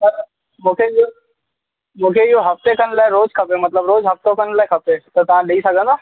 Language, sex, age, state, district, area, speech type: Sindhi, male, 18-30, Rajasthan, Ajmer, urban, conversation